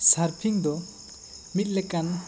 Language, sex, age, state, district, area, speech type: Santali, male, 18-30, West Bengal, Bankura, rural, spontaneous